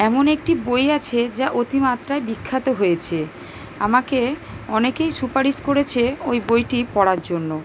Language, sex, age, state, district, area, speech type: Bengali, female, 30-45, West Bengal, Kolkata, urban, spontaneous